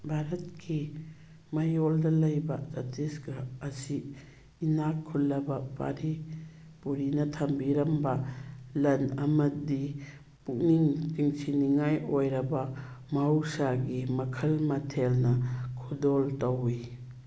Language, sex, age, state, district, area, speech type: Manipuri, female, 60+, Manipur, Churachandpur, urban, read